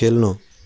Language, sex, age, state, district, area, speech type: Nepali, male, 30-45, West Bengal, Jalpaiguri, urban, read